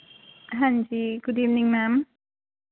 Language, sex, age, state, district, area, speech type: Punjabi, female, 30-45, Punjab, Fazilka, rural, conversation